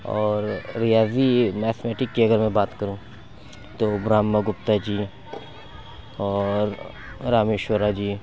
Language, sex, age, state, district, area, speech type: Urdu, male, 30-45, Uttar Pradesh, Lucknow, urban, spontaneous